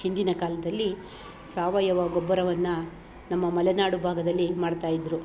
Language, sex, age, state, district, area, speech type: Kannada, female, 45-60, Karnataka, Chikkamagaluru, rural, spontaneous